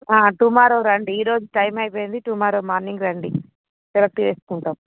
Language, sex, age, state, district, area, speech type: Telugu, female, 45-60, Andhra Pradesh, Visakhapatnam, urban, conversation